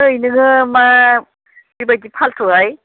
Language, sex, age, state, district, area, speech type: Bodo, female, 45-60, Assam, Baksa, rural, conversation